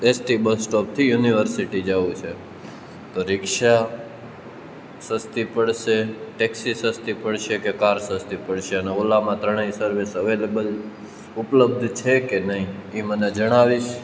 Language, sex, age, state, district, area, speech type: Gujarati, male, 18-30, Gujarat, Rajkot, rural, spontaneous